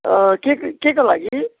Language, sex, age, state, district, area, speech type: Nepali, male, 60+, West Bengal, Jalpaiguri, rural, conversation